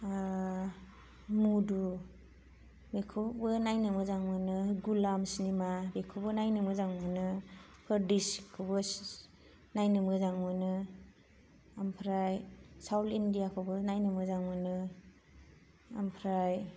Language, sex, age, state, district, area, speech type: Bodo, female, 30-45, Assam, Kokrajhar, rural, spontaneous